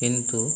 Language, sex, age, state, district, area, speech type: Bengali, male, 30-45, West Bengal, Howrah, urban, spontaneous